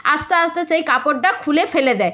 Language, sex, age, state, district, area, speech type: Bengali, female, 60+, West Bengal, Nadia, rural, spontaneous